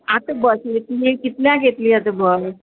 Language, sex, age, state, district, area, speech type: Goan Konkani, female, 45-60, Goa, Murmgao, urban, conversation